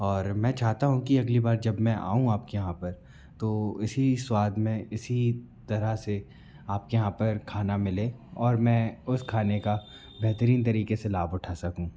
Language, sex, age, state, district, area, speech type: Hindi, male, 45-60, Madhya Pradesh, Bhopal, urban, spontaneous